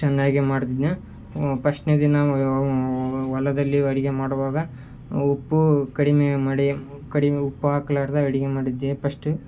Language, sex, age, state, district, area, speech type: Kannada, male, 18-30, Karnataka, Koppal, rural, spontaneous